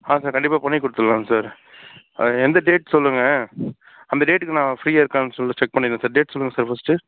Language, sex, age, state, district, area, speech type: Tamil, male, 45-60, Tamil Nadu, Sivaganga, urban, conversation